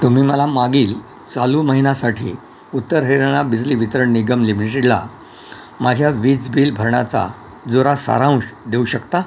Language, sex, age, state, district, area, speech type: Marathi, male, 60+, Maharashtra, Yavatmal, urban, read